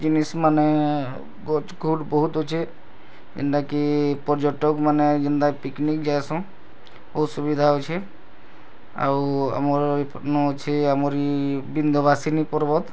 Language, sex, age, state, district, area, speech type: Odia, male, 30-45, Odisha, Bargarh, rural, spontaneous